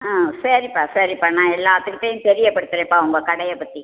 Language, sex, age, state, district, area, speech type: Tamil, female, 60+, Tamil Nadu, Tiruchirappalli, urban, conversation